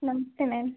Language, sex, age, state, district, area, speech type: Hindi, female, 45-60, Uttar Pradesh, Ayodhya, rural, conversation